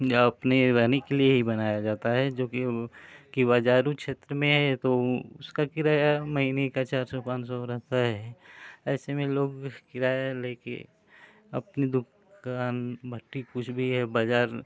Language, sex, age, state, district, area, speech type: Hindi, male, 45-60, Uttar Pradesh, Ghazipur, rural, spontaneous